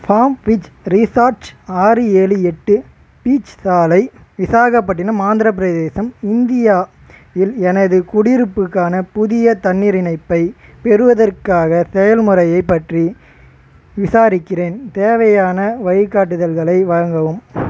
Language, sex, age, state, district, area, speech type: Tamil, male, 18-30, Tamil Nadu, Chengalpattu, rural, read